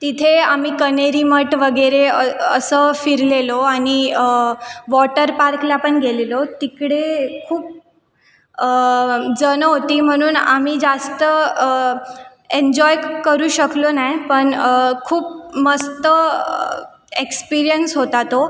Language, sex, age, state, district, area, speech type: Marathi, female, 18-30, Maharashtra, Sindhudurg, rural, spontaneous